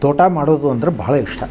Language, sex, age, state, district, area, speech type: Kannada, male, 60+, Karnataka, Dharwad, rural, spontaneous